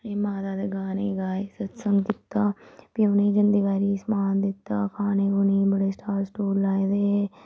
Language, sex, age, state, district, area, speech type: Dogri, female, 30-45, Jammu and Kashmir, Reasi, rural, spontaneous